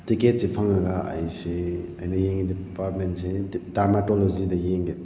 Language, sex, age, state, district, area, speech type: Manipuri, male, 18-30, Manipur, Kakching, rural, spontaneous